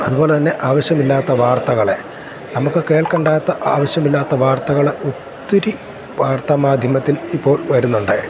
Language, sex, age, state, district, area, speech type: Malayalam, male, 45-60, Kerala, Kottayam, urban, spontaneous